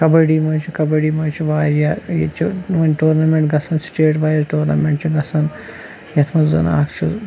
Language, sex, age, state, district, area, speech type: Kashmiri, male, 30-45, Jammu and Kashmir, Baramulla, rural, spontaneous